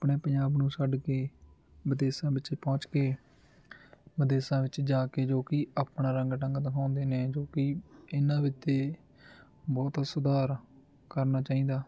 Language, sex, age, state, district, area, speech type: Punjabi, male, 18-30, Punjab, Barnala, rural, spontaneous